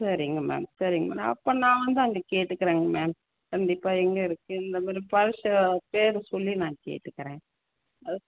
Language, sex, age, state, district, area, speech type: Tamil, female, 30-45, Tamil Nadu, Tiruchirappalli, rural, conversation